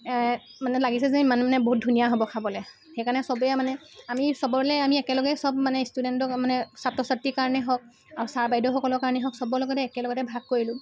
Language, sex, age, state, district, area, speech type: Assamese, female, 18-30, Assam, Sivasagar, urban, spontaneous